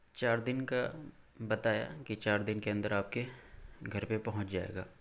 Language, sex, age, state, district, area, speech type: Urdu, male, 30-45, Bihar, Araria, urban, spontaneous